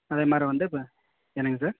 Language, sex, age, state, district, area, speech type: Tamil, male, 30-45, Tamil Nadu, Virudhunagar, rural, conversation